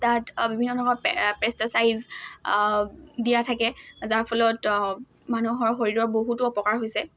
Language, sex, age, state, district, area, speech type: Assamese, female, 18-30, Assam, Dhemaji, urban, spontaneous